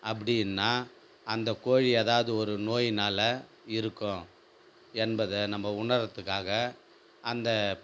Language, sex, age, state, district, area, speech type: Tamil, male, 45-60, Tamil Nadu, Viluppuram, rural, spontaneous